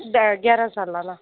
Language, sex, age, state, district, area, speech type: Punjabi, female, 30-45, Punjab, Mansa, urban, conversation